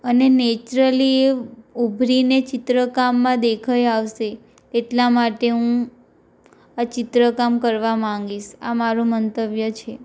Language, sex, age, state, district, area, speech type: Gujarati, female, 18-30, Gujarat, Anand, rural, spontaneous